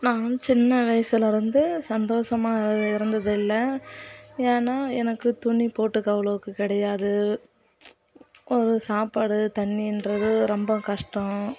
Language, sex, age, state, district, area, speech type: Tamil, female, 45-60, Tamil Nadu, Kallakurichi, urban, spontaneous